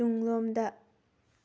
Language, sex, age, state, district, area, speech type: Manipuri, female, 18-30, Manipur, Thoubal, rural, read